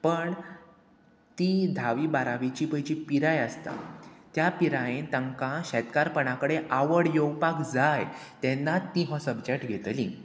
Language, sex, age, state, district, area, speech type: Goan Konkani, male, 18-30, Goa, Murmgao, rural, spontaneous